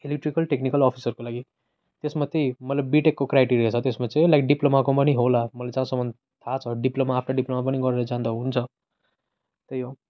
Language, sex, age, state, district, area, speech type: Nepali, male, 18-30, West Bengal, Darjeeling, rural, spontaneous